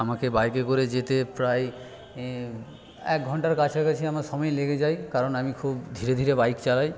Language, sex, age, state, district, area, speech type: Bengali, male, 45-60, West Bengal, Paschim Medinipur, rural, spontaneous